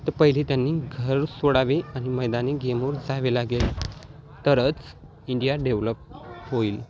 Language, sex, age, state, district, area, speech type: Marathi, male, 18-30, Maharashtra, Hingoli, urban, spontaneous